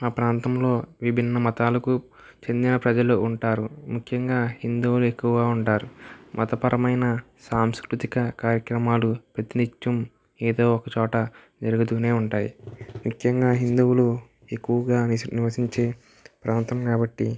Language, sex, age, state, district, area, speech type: Telugu, male, 18-30, Andhra Pradesh, West Godavari, rural, spontaneous